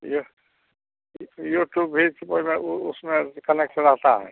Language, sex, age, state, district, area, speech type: Hindi, male, 60+, Bihar, Samastipur, rural, conversation